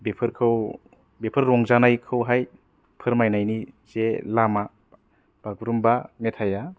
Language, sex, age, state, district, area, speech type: Bodo, male, 30-45, Assam, Kokrajhar, urban, spontaneous